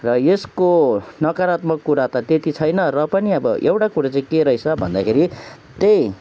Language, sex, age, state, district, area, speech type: Nepali, male, 30-45, West Bengal, Kalimpong, rural, spontaneous